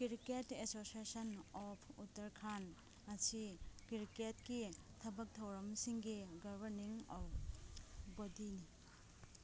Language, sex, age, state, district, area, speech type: Manipuri, female, 30-45, Manipur, Kangpokpi, urban, read